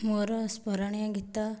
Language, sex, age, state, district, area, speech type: Odia, female, 30-45, Odisha, Dhenkanal, rural, spontaneous